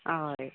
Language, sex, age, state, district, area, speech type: Goan Konkani, female, 30-45, Goa, Canacona, rural, conversation